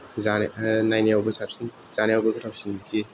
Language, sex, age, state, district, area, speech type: Bodo, male, 18-30, Assam, Kokrajhar, rural, spontaneous